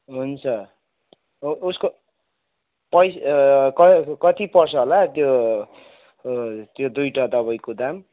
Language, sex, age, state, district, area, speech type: Nepali, male, 45-60, West Bengal, Kalimpong, rural, conversation